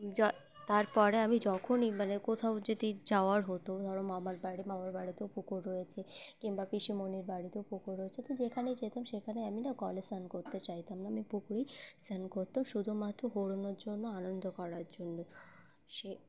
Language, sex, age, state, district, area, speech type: Bengali, female, 18-30, West Bengal, Uttar Dinajpur, urban, spontaneous